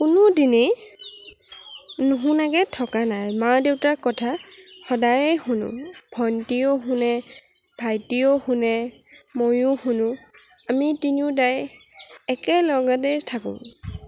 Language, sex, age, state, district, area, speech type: Assamese, female, 30-45, Assam, Lakhimpur, rural, spontaneous